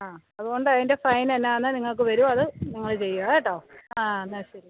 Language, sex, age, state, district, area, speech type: Malayalam, female, 45-60, Kerala, Alappuzha, rural, conversation